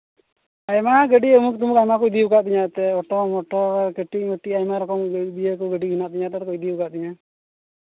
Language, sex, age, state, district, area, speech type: Santali, male, 18-30, Jharkhand, Pakur, rural, conversation